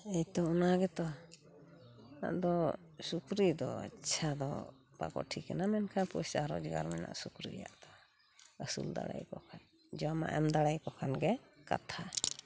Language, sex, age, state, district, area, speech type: Santali, female, 45-60, West Bengal, Purulia, rural, spontaneous